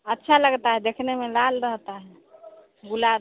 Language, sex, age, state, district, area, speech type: Hindi, female, 45-60, Bihar, Samastipur, rural, conversation